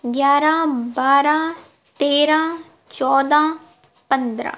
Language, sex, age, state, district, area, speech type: Punjabi, female, 18-30, Punjab, Tarn Taran, urban, spontaneous